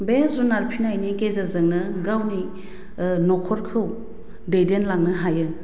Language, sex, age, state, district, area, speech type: Bodo, female, 30-45, Assam, Baksa, urban, spontaneous